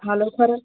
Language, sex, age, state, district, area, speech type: Bengali, female, 18-30, West Bengal, Hooghly, urban, conversation